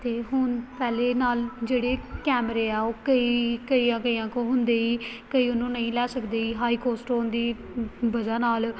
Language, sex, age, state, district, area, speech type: Punjabi, female, 18-30, Punjab, Gurdaspur, rural, spontaneous